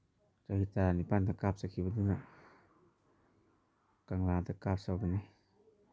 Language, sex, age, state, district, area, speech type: Manipuri, male, 30-45, Manipur, Imphal East, rural, spontaneous